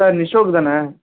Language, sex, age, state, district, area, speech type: Tamil, male, 18-30, Tamil Nadu, Perambalur, urban, conversation